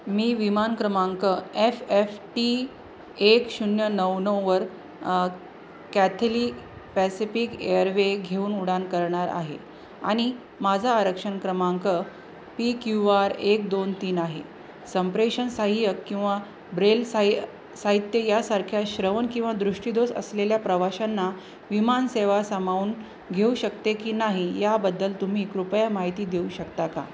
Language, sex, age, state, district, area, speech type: Marathi, female, 30-45, Maharashtra, Jalna, urban, read